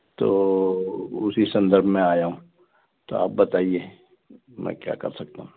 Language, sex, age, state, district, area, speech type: Hindi, male, 60+, Madhya Pradesh, Balaghat, rural, conversation